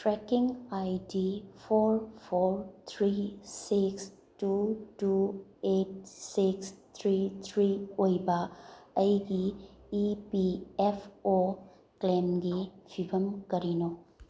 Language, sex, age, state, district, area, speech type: Manipuri, female, 30-45, Manipur, Bishnupur, rural, read